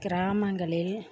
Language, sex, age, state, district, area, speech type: Tamil, female, 45-60, Tamil Nadu, Perambalur, rural, spontaneous